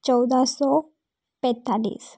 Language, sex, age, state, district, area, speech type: Hindi, female, 30-45, Madhya Pradesh, Ujjain, urban, spontaneous